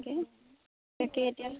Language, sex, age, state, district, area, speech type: Assamese, female, 18-30, Assam, Golaghat, urban, conversation